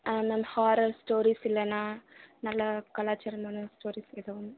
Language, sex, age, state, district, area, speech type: Tamil, female, 18-30, Tamil Nadu, Erode, rural, conversation